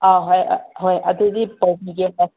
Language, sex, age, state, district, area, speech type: Manipuri, female, 30-45, Manipur, Senapati, rural, conversation